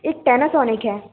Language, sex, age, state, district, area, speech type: Hindi, female, 18-30, Madhya Pradesh, Balaghat, rural, conversation